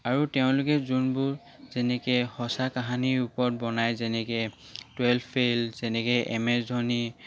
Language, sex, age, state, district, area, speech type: Assamese, male, 18-30, Assam, Charaideo, urban, spontaneous